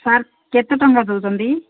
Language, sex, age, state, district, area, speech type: Odia, female, 60+, Odisha, Gajapati, rural, conversation